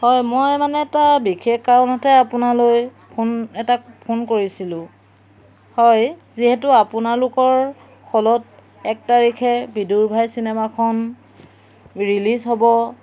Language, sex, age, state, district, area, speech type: Assamese, female, 30-45, Assam, Jorhat, urban, spontaneous